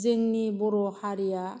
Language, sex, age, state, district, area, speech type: Bodo, female, 45-60, Assam, Kokrajhar, rural, spontaneous